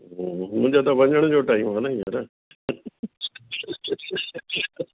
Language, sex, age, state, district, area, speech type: Sindhi, male, 60+, Delhi, South Delhi, urban, conversation